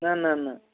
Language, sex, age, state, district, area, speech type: Kashmiri, male, 18-30, Jammu and Kashmir, Pulwama, urban, conversation